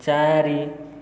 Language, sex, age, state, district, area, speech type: Odia, male, 30-45, Odisha, Khordha, rural, read